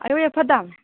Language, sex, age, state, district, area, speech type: Bodo, female, 30-45, Assam, Udalguri, rural, conversation